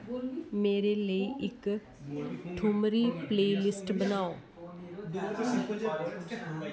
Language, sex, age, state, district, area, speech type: Dogri, female, 30-45, Jammu and Kashmir, Kathua, rural, read